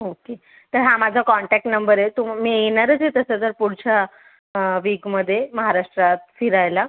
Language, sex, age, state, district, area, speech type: Marathi, female, 18-30, Maharashtra, Thane, urban, conversation